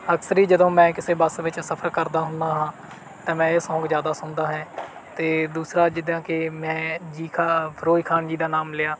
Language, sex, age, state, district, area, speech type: Punjabi, male, 18-30, Punjab, Bathinda, rural, spontaneous